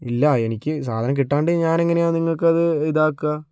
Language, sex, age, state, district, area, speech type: Malayalam, male, 45-60, Kerala, Kozhikode, urban, spontaneous